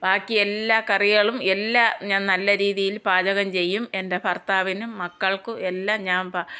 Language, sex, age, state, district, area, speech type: Malayalam, female, 60+, Kerala, Thiruvananthapuram, rural, spontaneous